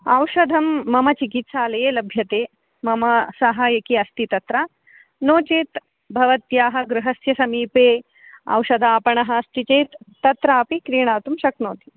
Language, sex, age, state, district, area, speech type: Sanskrit, female, 30-45, Karnataka, Shimoga, rural, conversation